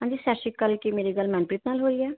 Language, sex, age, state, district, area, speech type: Punjabi, female, 18-30, Punjab, Patiala, urban, conversation